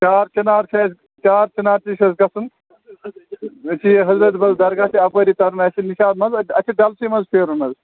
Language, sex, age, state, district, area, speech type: Kashmiri, male, 30-45, Jammu and Kashmir, Srinagar, urban, conversation